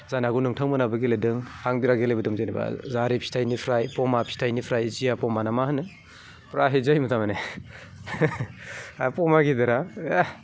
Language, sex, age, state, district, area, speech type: Bodo, male, 18-30, Assam, Baksa, urban, spontaneous